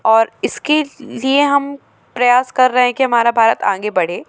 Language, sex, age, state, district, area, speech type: Hindi, female, 18-30, Madhya Pradesh, Jabalpur, urban, spontaneous